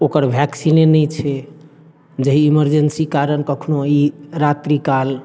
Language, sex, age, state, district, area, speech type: Maithili, male, 30-45, Bihar, Darbhanga, rural, spontaneous